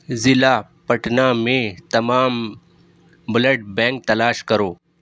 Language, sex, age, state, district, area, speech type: Urdu, male, 30-45, Delhi, Central Delhi, urban, read